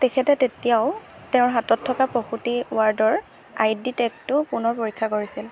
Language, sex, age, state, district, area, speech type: Assamese, female, 18-30, Assam, Golaghat, urban, read